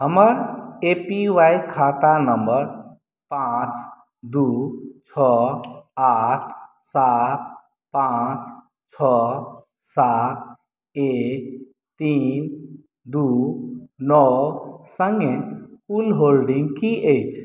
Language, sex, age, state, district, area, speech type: Maithili, male, 30-45, Bihar, Madhubani, rural, read